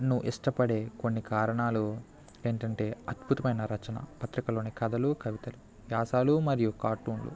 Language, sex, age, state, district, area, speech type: Telugu, male, 30-45, Andhra Pradesh, Eluru, rural, spontaneous